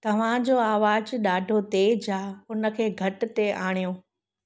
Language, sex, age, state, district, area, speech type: Sindhi, female, 30-45, Gujarat, Junagadh, rural, read